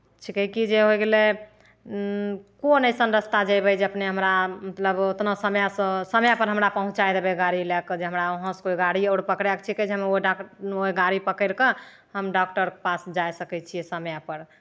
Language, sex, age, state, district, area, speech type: Maithili, female, 18-30, Bihar, Begusarai, rural, spontaneous